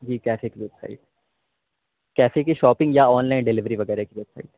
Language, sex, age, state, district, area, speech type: Urdu, male, 18-30, Delhi, North East Delhi, urban, conversation